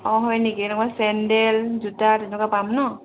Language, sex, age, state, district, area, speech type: Assamese, female, 18-30, Assam, Tinsukia, urban, conversation